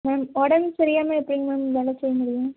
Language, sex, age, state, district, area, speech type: Tamil, female, 30-45, Tamil Nadu, Nilgiris, urban, conversation